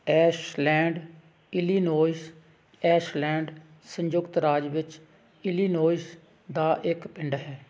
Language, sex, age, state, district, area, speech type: Punjabi, male, 45-60, Punjab, Hoshiarpur, rural, read